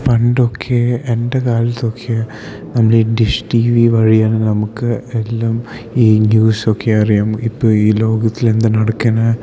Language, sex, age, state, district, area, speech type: Malayalam, male, 18-30, Kerala, Idukki, rural, spontaneous